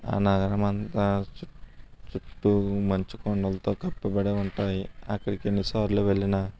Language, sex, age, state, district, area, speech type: Telugu, male, 60+, Andhra Pradesh, East Godavari, rural, spontaneous